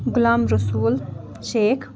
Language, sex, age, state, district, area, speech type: Kashmiri, female, 18-30, Jammu and Kashmir, Ganderbal, rural, spontaneous